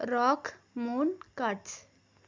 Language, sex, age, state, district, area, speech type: Telugu, female, 18-30, Telangana, Adilabad, urban, spontaneous